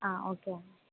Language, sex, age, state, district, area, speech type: Telugu, female, 18-30, Telangana, Mahbubnagar, urban, conversation